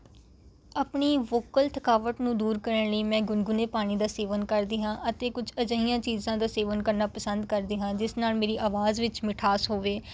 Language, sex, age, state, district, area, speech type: Punjabi, female, 18-30, Punjab, Rupnagar, rural, spontaneous